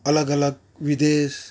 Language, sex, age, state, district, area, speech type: Gujarati, male, 45-60, Gujarat, Ahmedabad, urban, spontaneous